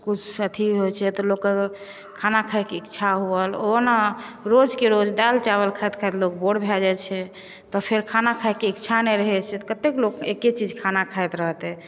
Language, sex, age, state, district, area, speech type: Maithili, female, 18-30, Bihar, Supaul, rural, spontaneous